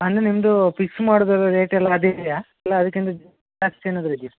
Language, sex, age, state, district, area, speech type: Kannada, male, 30-45, Karnataka, Dakshina Kannada, rural, conversation